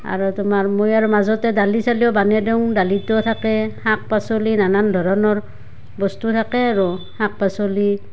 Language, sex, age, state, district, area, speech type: Assamese, female, 30-45, Assam, Barpeta, rural, spontaneous